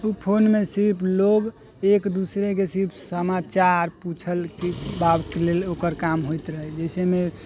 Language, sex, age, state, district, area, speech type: Maithili, male, 18-30, Bihar, Muzaffarpur, rural, spontaneous